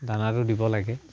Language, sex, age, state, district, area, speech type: Assamese, male, 18-30, Assam, Charaideo, rural, spontaneous